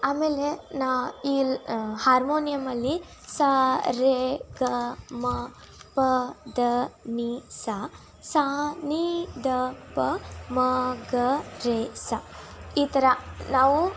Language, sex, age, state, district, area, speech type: Kannada, female, 18-30, Karnataka, Tumkur, rural, spontaneous